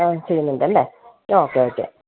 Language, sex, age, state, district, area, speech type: Malayalam, female, 30-45, Kerala, Malappuram, rural, conversation